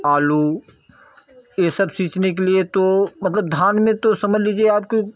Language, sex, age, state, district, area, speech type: Hindi, male, 60+, Uttar Pradesh, Jaunpur, urban, spontaneous